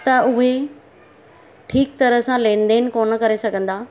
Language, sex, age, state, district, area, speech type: Sindhi, female, 45-60, Maharashtra, Mumbai Suburban, urban, spontaneous